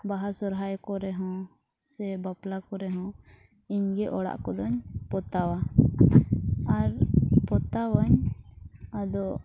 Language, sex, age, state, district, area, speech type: Santali, female, 18-30, Jharkhand, Pakur, rural, spontaneous